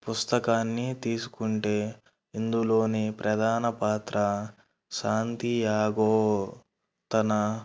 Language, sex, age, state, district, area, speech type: Telugu, male, 18-30, Andhra Pradesh, Kurnool, urban, spontaneous